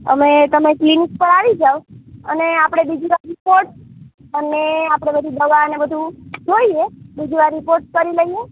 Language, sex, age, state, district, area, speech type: Gujarati, female, 18-30, Gujarat, Morbi, urban, conversation